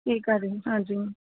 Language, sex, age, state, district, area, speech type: Punjabi, female, 30-45, Punjab, Kapurthala, urban, conversation